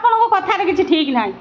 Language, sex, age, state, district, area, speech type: Odia, female, 60+, Odisha, Kendrapara, urban, spontaneous